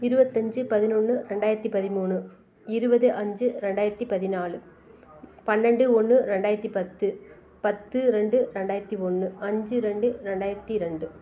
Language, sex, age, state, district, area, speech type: Tamil, female, 45-60, Tamil Nadu, Tiruppur, rural, spontaneous